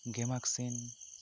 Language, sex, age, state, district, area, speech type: Santali, male, 30-45, West Bengal, Bankura, rural, spontaneous